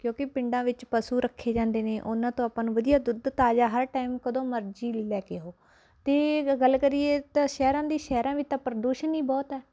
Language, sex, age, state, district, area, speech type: Punjabi, female, 30-45, Punjab, Barnala, rural, spontaneous